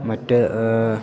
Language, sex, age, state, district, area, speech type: Malayalam, male, 18-30, Kerala, Idukki, rural, spontaneous